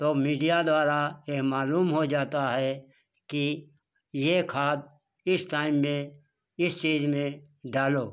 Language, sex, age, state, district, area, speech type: Hindi, male, 60+, Uttar Pradesh, Hardoi, rural, spontaneous